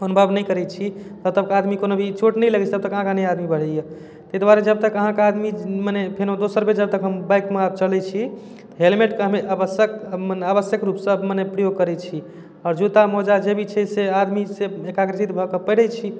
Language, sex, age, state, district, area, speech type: Maithili, male, 18-30, Bihar, Darbhanga, urban, spontaneous